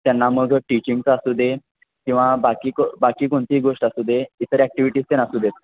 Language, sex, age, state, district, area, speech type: Marathi, male, 18-30, Maharashtra, Kolhapur, urban, conversation